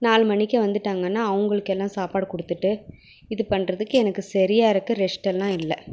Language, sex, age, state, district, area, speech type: Tamil, female, 30-45, Tamil Nadu, Krishnagiri, rural, spontaneous